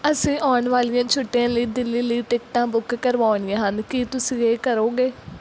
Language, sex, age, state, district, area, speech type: Punjabi, female, 18-30, Punjab, Mansa, rural, read